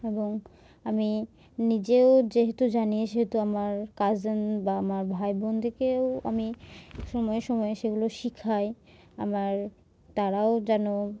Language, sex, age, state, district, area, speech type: Bengali, female, 18-30, West Bengal, Murshidabad, urban, spontaneous